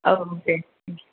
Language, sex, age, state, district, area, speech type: Bodo, female, 18-30, Assam, Kokrajhar, rural, conversation